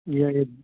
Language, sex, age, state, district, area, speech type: Manipuri, male, 30-45, Manipur, Thoubal, rural, conversation